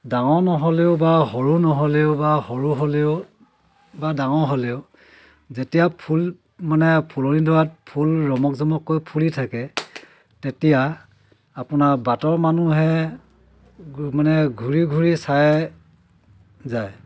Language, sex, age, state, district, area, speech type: Assamese, male, 30-45, Assam, Dhemaji, urban, spontaneous